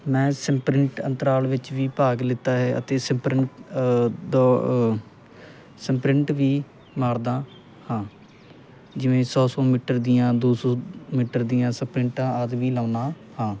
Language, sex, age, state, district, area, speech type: Punjabi, male, 18-30, Punjab, Muktsar, rural, spontaneous